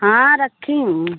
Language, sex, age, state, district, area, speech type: Hindi, female, 45-60, Uttar Pradesh, Mau, rural, conversation